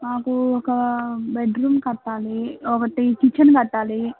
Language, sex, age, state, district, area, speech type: Telugu, female, 18-30, Andhra Pradesh, Guntur, urban, conversation